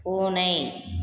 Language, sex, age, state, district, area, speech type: Tamil, female, 30-45, Tamil Nadu, Salem, rural, read